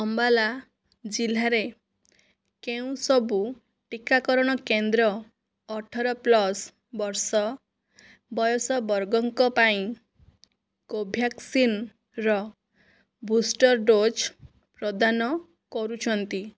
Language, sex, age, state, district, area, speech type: Odia, female, 60+, Odisha, Kandhamal, rural, read